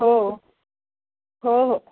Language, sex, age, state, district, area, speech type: Marathi, female, 30-45, Maharashtra, Osmanabad, rural, conversation